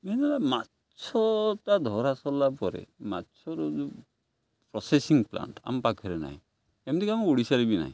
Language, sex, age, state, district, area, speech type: Odia, male, 45-60, Odisha, Jagatsinghpur, urban, spontaneous